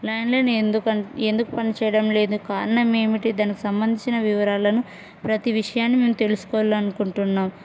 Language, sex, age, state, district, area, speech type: Telugu, female, 30-45, Andhra Pradesh, Kurnool, rural, spontaneous